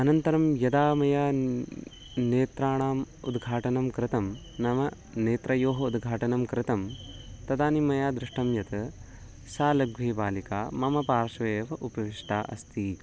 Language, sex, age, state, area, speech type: Sanskrit, male, 18-30, Uttarakhand, urban, spontaneous